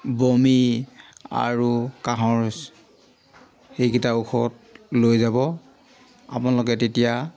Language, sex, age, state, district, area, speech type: Assamese, male, 45-60, Assam, Sivasagar, rural, spontaneous